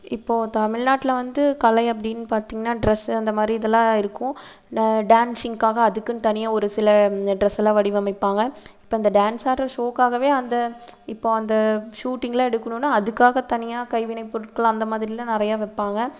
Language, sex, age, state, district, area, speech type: Tamil, female, 18-30, Tamil Nadu, Erode, urban, spontaneous